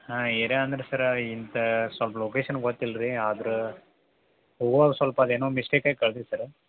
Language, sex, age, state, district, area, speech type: Kannada, male, 30-45, Karnataka, Belgaum, rural, conversation